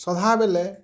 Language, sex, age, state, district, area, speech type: Odia, male, 45-60, Odisha, Bargarh, rural, spontaneous